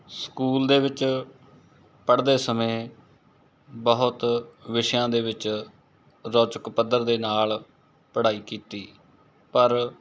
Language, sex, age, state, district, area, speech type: Punjabi, male, 45-60, Punjab, Mohali, urban, spontaneous